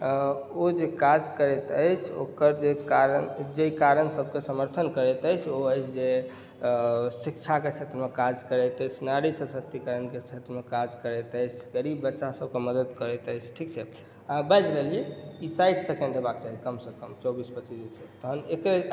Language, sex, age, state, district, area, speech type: Maithili, male, 18-30, Bihar, Supaul, rural, spontaneous